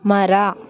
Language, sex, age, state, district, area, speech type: Kannada, female, 18-30, Karnataka, Tumkur, rural, read